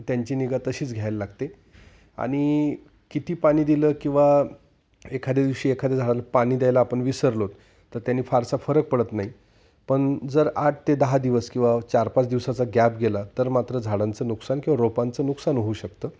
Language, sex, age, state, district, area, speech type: Marathi, male, 45-60, Maharashtra, Nashik, urban, spontaneous